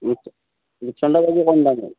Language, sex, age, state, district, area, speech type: Assamese, male, 18-30, Assam, Darrang, rural, conversation